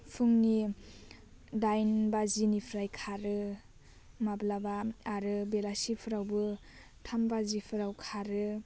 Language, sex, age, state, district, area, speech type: Bodo, female, 18-30, Assam, Baksa, rural, spontaneous